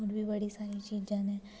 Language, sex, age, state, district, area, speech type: Dogri, female, 18-30, Jammu and Kashmir, Jammu, rural, spontaneous